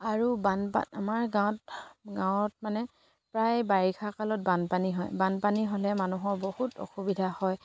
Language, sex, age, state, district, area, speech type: Assamese, female, 45-60, Assam, Dibrugarh, rural, spontaneous